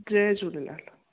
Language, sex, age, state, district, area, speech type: Sindhi, female, 30-45, Gujarat, Kutch, urban, conversation